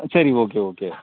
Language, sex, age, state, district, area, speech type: Tamil, male, 30-45, Tamil Nadu, Dharmapuri, rural, conversation